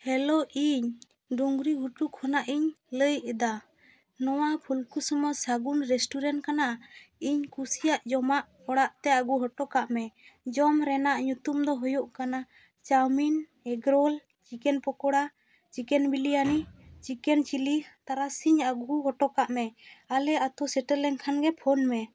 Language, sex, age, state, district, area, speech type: Santali, female, 18-30, West Bengal, Bankura, rural, spontaneous